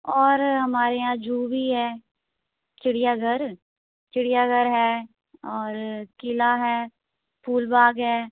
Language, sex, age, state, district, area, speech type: Hindi, female, 18-30, Madhya Pradesh, Gwalior, rural, conversation